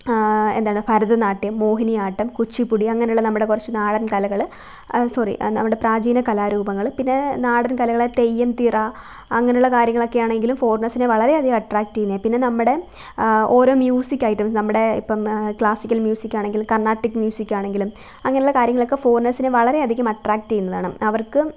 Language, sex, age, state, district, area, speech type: Malayalam, female, 18-30, Kerala, Alappuzha, rural, spontaneous